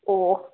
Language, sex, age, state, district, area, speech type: Manipuri, female, 30-45, Manipur, Kakching, rural, conversation